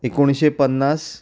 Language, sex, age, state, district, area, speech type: Goan Konkani, male, 30-45, Goa, Canacona, rural, spontaneous